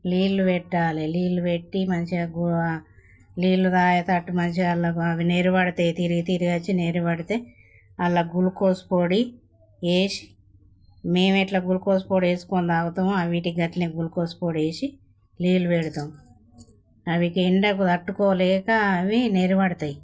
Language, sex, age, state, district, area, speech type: Telugu, female, 45-60, Telangana, Jagtial, rural, spontaneous